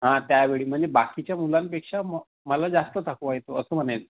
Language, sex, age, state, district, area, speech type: Marathi, male, 18-30, Maharashtra, Amravati, urban, conversation